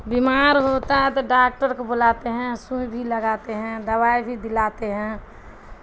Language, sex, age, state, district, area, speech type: Urdu, female, 60+, Bihar, Darbhanga, rural, spontaneous